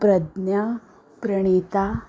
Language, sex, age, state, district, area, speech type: Marathi, female, 45-60, Maharashtra, Osmanabad, rural, spontaneous